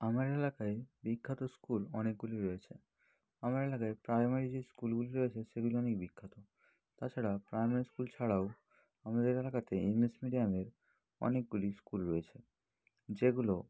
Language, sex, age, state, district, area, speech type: Bengali, male, 30-45, West Bengal, Bankura, urban, spontaneous